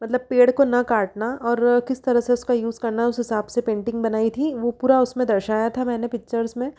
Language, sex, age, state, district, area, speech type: Hindi, female, 30-45, Madhya Pradesh, Ujjain, urban, spontaneous